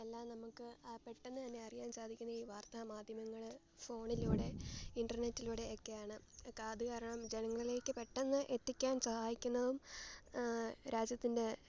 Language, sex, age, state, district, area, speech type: Malayalam, female, 18-30, Kerala, Alappuzha, rural, spontaneous